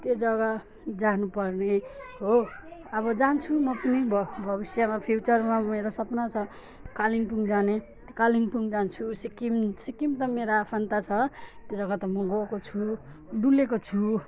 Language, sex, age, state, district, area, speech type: Nepali, female, 45-60, West Bengal, Alipurduar, rural, spontaneous